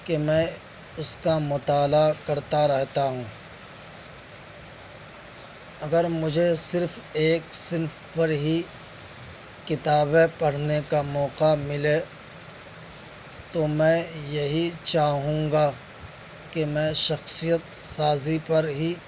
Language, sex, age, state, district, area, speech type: Urdu, male, 18-30, Delhi, Central Delhi, rural, spontaneous